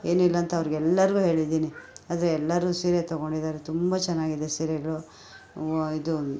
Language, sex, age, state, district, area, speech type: Kannada, female, 45-60, Karnataka, Bangalore Urban, urban, spontaneous